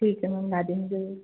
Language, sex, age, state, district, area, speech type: Hindi, female, 18-30, Madhya Pradesh, Betul, rural, conversation